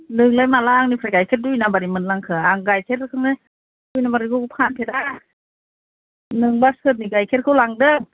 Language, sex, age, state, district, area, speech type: Bodo, female, 60+, Assam, Kokrajhar, rural, conversation